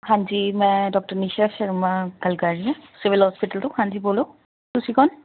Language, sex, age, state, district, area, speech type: Punjabi, female, 18-30, Punjab, Muktsar, rural, conversation